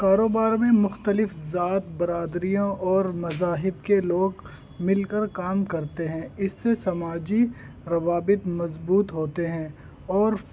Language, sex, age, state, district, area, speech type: Urdu, male, 30-45, Delhi, North East Delhi, urban, spontaneous